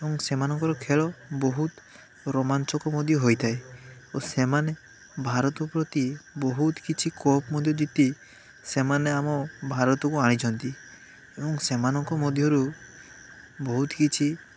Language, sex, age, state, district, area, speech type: Odia, male, 18-30, Odisha, Balasore, rural, spontaneous